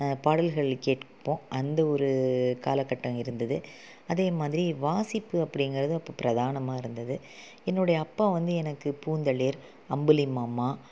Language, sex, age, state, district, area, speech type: Tamil, female, 30-45, Tamil Nadu, Salem, urban, spontaneous